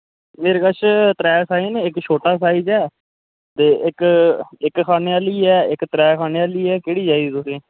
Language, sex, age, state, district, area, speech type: Dogri, male, 30-45, Jammu and Kashmir, Reasi, rural, conversation